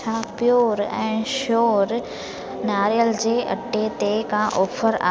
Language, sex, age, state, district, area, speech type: Sindhi, female, 18-30, Gujarat, Junagadh, urban, read